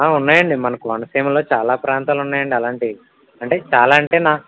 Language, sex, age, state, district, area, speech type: Telugu, male, 18-30, Andhra Pradesh, Konaseema, rural, conversation